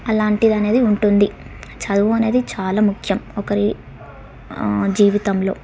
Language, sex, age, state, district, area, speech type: Telugu, female, 18-30, Telangana, Suryapet, urban, spontaneous